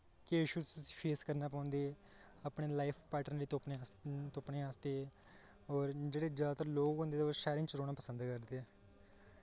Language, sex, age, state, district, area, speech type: Dogri, male, 18-30, Jammu and Kashmir, Reasi, rural, spontaneous